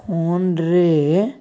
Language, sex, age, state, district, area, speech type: Odia, male, 18-30, Odisha, Nabarangpur, urban, spontaneous